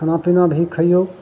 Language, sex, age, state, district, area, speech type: Maithili, male, 45-60, Bihar, Madhepura, rural, spontaneous